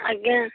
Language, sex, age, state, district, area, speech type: Odia, female, 18-30, Odisha, Bhadrak, rural, conversation